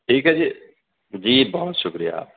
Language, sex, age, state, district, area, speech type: Urdu, male, 18-30, Delhi, North West Delhi, urban, conversation